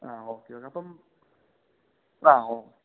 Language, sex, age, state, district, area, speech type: Malayalam, male, 18-30, Kerala, Idukki, rural, conversation